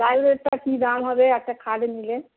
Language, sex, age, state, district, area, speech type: Bengali, female, 60+, West Bengal, Darjeeling, rural, conversation